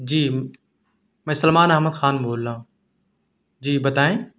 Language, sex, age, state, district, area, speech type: Urdu, male, 30-45, Delhi, South Delhi, rural, spontaneous